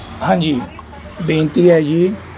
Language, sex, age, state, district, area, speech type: Punjabi, male, 30-45, Punjab, Jalandhar, urban, spontaneous